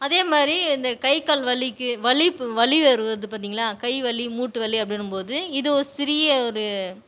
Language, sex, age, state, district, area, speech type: Tamil, female, 30-45, Tamil Nadu, Tiruvannamalai, rural, spontaneous